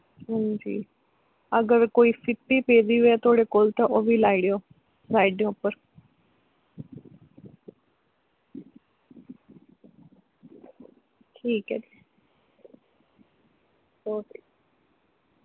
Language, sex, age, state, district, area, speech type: Dogri, female, 30-45, Jammu and Kashmir, Kathua, rural, conversation